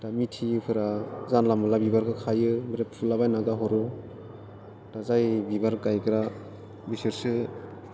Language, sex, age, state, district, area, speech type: Bodo, male, 45-60, Assam, Udalguri, rural, spontaneous